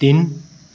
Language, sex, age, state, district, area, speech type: Nepali, male, 45-60, West Bengal, Darjeeling, rural, read